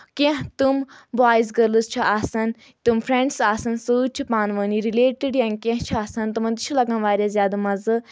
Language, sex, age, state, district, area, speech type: Kashmiri, female, 18-30, Jammu and Kashmir, Anantnag, rural, spontaneous